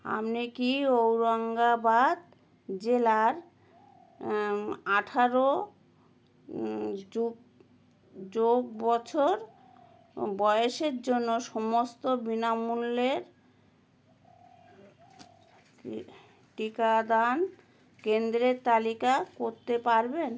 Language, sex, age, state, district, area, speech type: Bengali, female, 60+, West Bengal, Howrah, urban, read